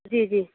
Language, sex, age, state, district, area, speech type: Hindi, female, 30-45, Uttar Pradesh, Mirzapur, rural, conversation